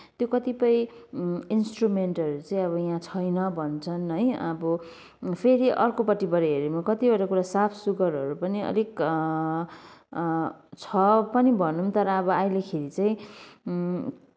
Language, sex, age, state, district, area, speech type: Nepali, female, 30-45, West Bengal, Kalimpong, rural, spontaneous